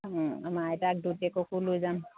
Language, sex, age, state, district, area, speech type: Assamese, female, 30-45, Assam, Sivasagar, rural, conversation